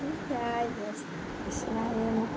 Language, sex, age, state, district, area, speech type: Nepali, female, 60+, West Bengal, Alipurduar, urban, spontaneous